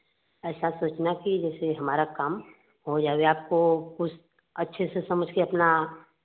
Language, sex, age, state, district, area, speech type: Hindi, female, 30-45, Uttar Pradesh, Varanasi, urban, conversation